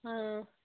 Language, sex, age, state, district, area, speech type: Kashmiri, female, 18-30, Jammu and Kashmir, Budgam, rural, conversation